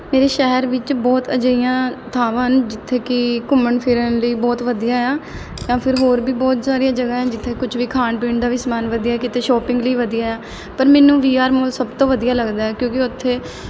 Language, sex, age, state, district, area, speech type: Punjabi, female, 18-30, Punjab, Mohali, urban, spontaneous